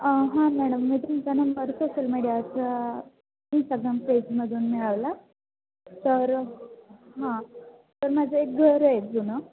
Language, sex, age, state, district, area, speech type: Marathi, female, 18-30, Maharashtra, Satara, rural, conversation